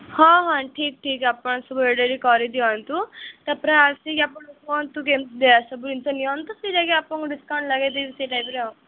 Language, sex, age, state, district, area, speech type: Odia, female, 18-30, Odisha, Sundergarh, urban, conversation